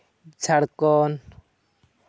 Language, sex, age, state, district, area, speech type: Santali, male, 18-30, West Bengal, Purba Bardhaman, rural, spontaneous